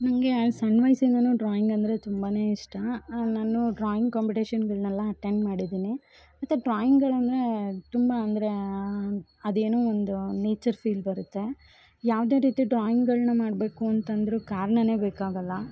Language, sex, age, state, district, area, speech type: Kannada, female, 18-30, Karnataka, Chikkamagaluru, rural, spontaneous